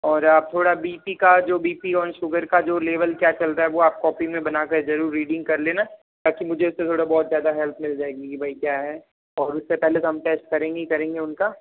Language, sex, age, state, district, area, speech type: Hindi, male, 60+, Rajasthan, Jodhpur, rural, conversation